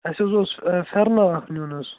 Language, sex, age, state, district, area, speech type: Kashmiri, male, 18-30, Jammu and Kashmir, Kupwara, rural, conversation